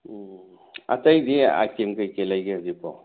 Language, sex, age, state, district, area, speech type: Manipuri, male, 60+, Manipur, Churachandpur, urban, conversation